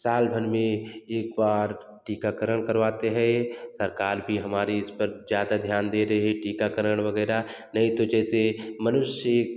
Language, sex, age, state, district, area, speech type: Hindi, male, 18-30, Uttar Pradesh, Jaunpur, urban, spontaneous